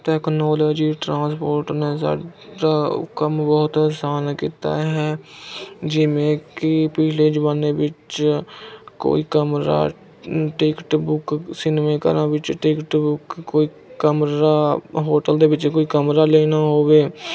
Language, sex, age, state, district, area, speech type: Punjabi, male, 18-30, Punjab, Mohali, rural, spontaneous